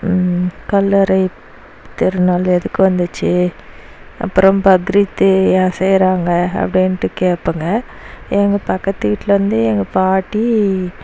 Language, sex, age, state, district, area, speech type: Tamil, female, 30-45, Tamil Nadu, Dharmapuri, rural, spontaneous